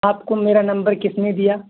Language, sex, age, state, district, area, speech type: Urdu, male, 18-30, Bihar, Purnia, rural, conversation